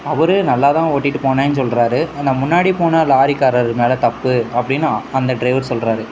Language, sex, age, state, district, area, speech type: Tamil, male, 30-45, Tamil Nadu, Thoothukudi, urban, spontaneous